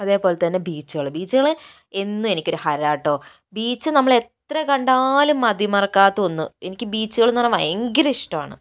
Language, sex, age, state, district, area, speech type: Malayalam, female, 30-45, Kerala, Kozhikode, urban, spontaneous